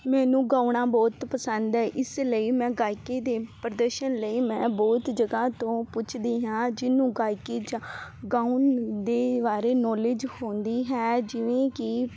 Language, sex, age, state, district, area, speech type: Punjabi, female, 18-30, Punjab, Fazilka, rural, spontaneous